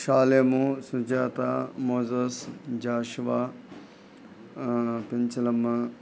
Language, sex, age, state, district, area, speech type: Telugu, male, 45-60, Andhra Pradesh, Nellore, rural, spontaneous